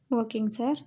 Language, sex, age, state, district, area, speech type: Tamil, female, 18-30, Tamil Nadu, Dharmapuri, rural, spontaneous